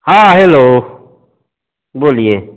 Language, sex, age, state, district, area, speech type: Hindi, male, 45-60, Bihar, Samastipur, urban, conversation